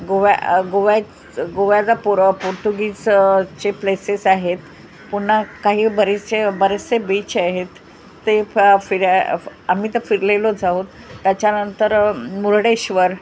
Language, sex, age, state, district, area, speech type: Marathi, female, 45-60, Maharashtra, Mumbai Suburban, urban, spontaneous